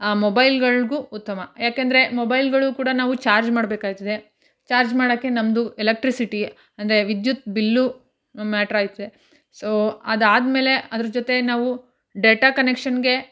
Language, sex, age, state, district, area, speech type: Kannada, female, 30-45, Karnataka, Mandya, rural, spontaneous